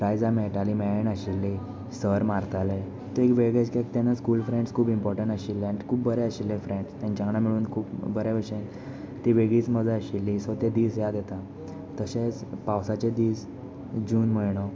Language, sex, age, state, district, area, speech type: Goan Konkani, male, 18-30, Goa, Tiswadi, rural, spontaneous